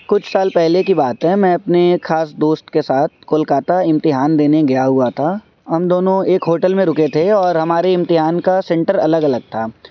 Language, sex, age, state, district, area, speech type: Urdu, male, 18-30, Delhi, Central Delhi, urban, spontaneous